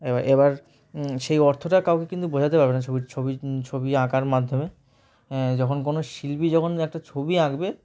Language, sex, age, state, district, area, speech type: Bengali, male, 18-30, West Bengal, Dakshin Dinajpur, urban, spontaneous